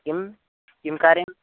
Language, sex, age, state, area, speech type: Sanskrit, male, 18-30, Chhattisgarh, urban, conversation